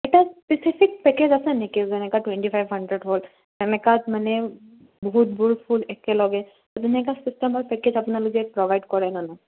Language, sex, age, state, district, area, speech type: Assamese, female, 18-30, Assam, Kamrup Metropolitan, urban, conversation